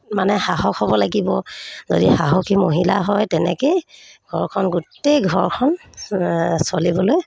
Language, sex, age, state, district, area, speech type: Assamese, female, 30-45, Assam, Sivasagar, rural, spontaneous